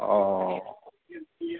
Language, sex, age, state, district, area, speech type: Assamese, male, 30-45, Assam, Sivasagar, rural, conversation